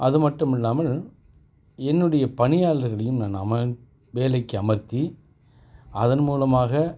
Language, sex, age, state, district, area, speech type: Tamil, male, 45-60, Tamil Nadu, Perambalur, rural, spontaneous